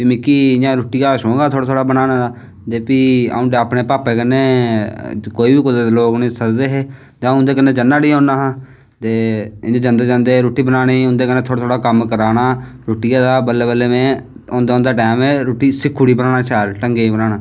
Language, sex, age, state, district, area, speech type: Dogri, male, 18-30, Jammu and Kashmir, Reasi, rural, spontaneous